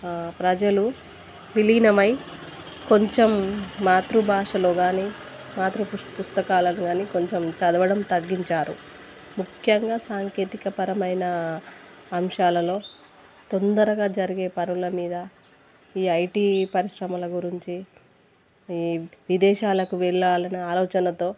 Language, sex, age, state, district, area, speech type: Telugu, female, 30-45, Telangana, Warangal, rural, spontaneous